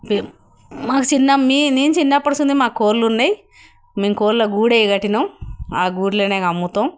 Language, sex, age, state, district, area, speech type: Telugu, female, 60+, Telangana, Jagtial, rural, spontaneous